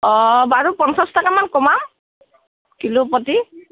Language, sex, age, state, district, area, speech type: Assamese, female, 45-60, Assam, Kamrup Metropolitan, urban, conversation